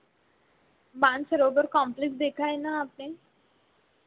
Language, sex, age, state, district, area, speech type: Hindi, female, 18-30, Madhya Pradesh, Chhindwara, urban, conversation